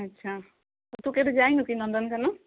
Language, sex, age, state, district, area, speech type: Odia, female, 18-30, Odisha, Kandhamal, rural, conversation